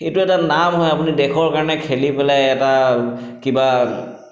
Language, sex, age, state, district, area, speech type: Assamese, male, 30-45, Assam, Chirang, urban, spontaneous